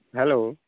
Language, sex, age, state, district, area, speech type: Santali, male, 45-60, West Bengal, Malda, rural, conversation